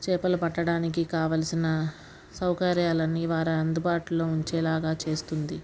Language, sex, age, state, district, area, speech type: Telugu, female, 45-60, Andhra Pradesh, Guntur, urban, spontaneous